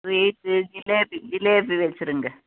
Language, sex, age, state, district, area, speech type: Tamil, female, 60+, Tamil Nadu, Tiruppur, rural, conversation